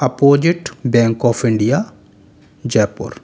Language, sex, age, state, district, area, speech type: Hindi, male, 60+, Rajasthan, Jaipur, urban, spontaneous